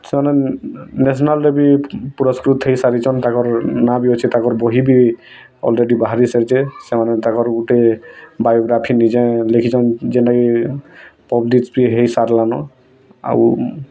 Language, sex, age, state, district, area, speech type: Odia, male, 18-30, Odisha, Bargarh, urban, spontaneous